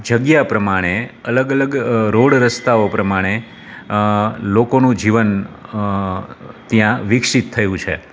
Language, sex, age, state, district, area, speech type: Gujarati, male, 30-45, Gujarat, Rajkot, urban, spontaneous